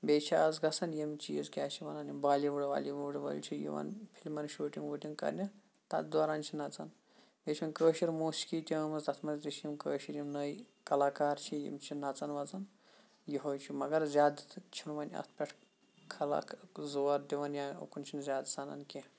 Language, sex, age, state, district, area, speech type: Kashmiri, male, 45-60, Jammu and Kashmir, Shopian, urban, spontaneous